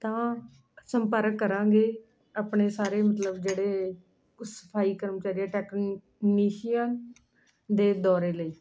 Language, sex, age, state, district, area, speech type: Punjabi, female, 45-60, Punjab, Ludhiana, urban, spontaneous